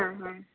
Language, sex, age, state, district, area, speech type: Odia, female, 45-60, Odisha, Gajapati, rural, conversation